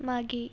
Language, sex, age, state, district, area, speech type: Marathi, female, 18-30, Maharashtra, Washim, rural, read